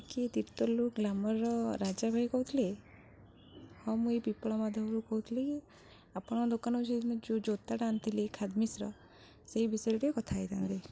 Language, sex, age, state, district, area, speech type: Odia, female, 18-30, Odisha, Jagatsinghpur, rural, spontaneous